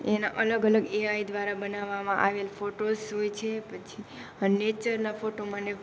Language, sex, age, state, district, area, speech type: Gujarati, female, 18-30, Gujarat, Rajkot, rural, spontaneous